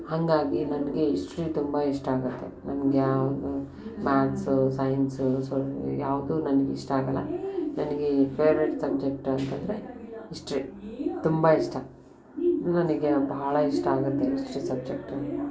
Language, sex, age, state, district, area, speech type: Kannada, female, 30-45, Karnataka, Koppal, rural, spontaneous